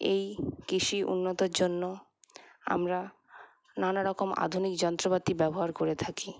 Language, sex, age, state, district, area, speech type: Bengali, female, 30-45, West Bengal, Paschim Bardhaman, urban, spontaneous